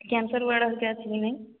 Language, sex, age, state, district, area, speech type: Odia, female, 45-60, Odisha, Sambalpur, rural, conversation